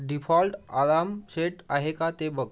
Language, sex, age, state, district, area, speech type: Marathi, male, 30-45, Maharashtra, Amravati, urban, read